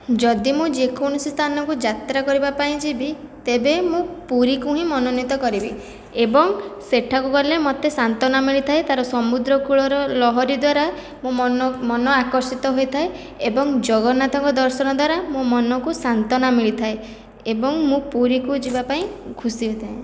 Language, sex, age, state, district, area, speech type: Odia, female, 18-30, Odisha, Khordha, rural, spontaneous